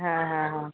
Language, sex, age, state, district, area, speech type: Marathi, female, 45-60, Maharashtra, Nagpur, urban, conversation